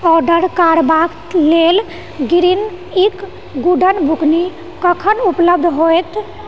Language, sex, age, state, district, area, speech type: Maithili, female, 30-45, Bihar, Purnia, rural, read